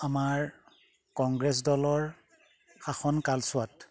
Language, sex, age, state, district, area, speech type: Assamese, male, 60+, Assam, Golaghat, urban, spontaneous